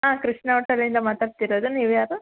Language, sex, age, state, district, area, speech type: Kannada, female, 18-30, Karnataka, Chitradurga, urban, conversation